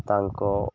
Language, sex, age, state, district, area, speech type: Odia, male, 30-45, Odisha, Subarnapur, urban, spontaneous